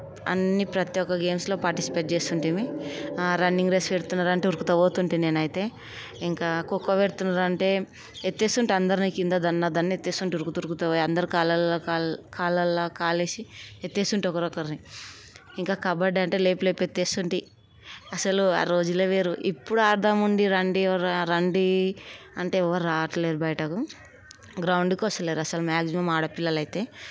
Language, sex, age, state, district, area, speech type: Telugu, female, 18-30, Telangana, Hyderabad, urban, spontaneous